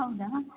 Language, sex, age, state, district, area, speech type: Kannada, female, 18-30, Karnataka, Mysore, urban, conversation